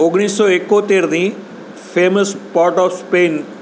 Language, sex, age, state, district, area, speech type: Gujarati, male, 60+, Gujarat, Rajkot, urban, spontaneous